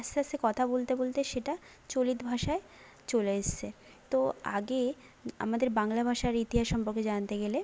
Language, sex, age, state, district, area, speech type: Bengali, female, 30-45, West Bengal, Jhargram, rural, spontaneous